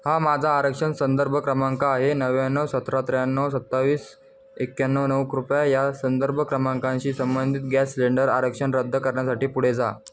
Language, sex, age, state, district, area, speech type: Marathi, male, 18-30, Maharashtra, Jalna, urban, read